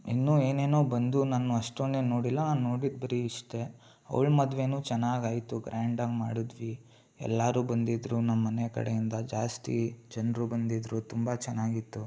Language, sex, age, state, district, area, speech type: Kannada, male, 18-30, Karnataka, Mysore, urban, spontaneous